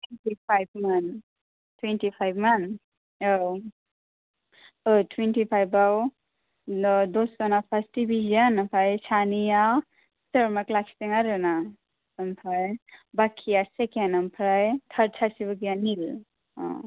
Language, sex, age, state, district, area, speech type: Bodo, female, 18-30, Assam, Kokrajhar, rural, conversation